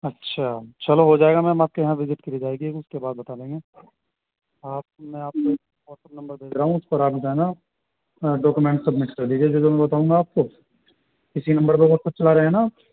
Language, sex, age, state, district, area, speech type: Urdu, male, 30-45, Uttar Pradesh, Muzaffarnagar, urban, conversation